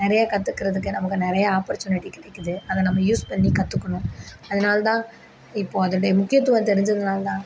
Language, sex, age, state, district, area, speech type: Tamil, female, 30-45, Tamil Nadu, Perambalur, rural, spontaneous